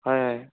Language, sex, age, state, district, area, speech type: Assamese, male, 18-30, Assam, Sonitpur, rural, conversation